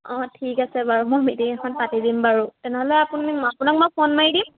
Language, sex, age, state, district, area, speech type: Assamese, female, 18-30, Assam, Sivasagar, rural, conversation